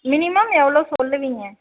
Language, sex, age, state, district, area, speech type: Tamil, female, 30-45, Tamil Nadu, Dharmapuri, rural, conversation